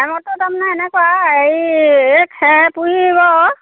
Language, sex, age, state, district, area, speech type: Assamese, female, 60+, Assam, Golaghat, rural, conversation